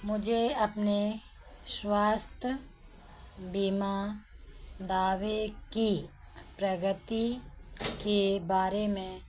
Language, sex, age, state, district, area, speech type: Hindi, female, 45-60, Madhya Pradesh, Narsinghpur, rural, read